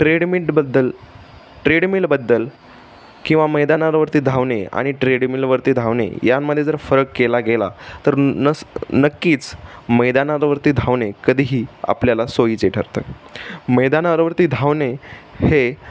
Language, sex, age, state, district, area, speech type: Marathi, male, 18-30, Maharashtra, Pune, urban, spontaneous